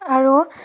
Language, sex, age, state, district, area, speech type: Assamese, female, 18-30, Assam, Dhemaji, rural, spontaneous